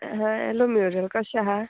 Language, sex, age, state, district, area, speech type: Goan Konkani, female, 18-30, Goa, Murmgao, urban, conversation